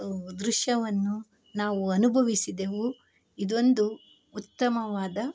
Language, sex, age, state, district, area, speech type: Kannada, female, 45-60, Karnataka, Shimoga, rural, spontaneous